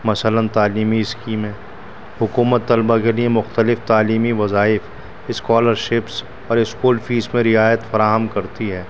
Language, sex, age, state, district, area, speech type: Urdu, male, 30-45, Delhi, New Delhi, urban, spontaneous